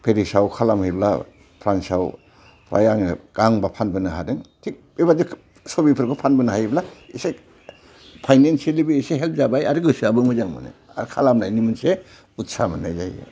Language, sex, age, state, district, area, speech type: Bodo, male, 60+, Assam, Udalguri, urban, spontaneous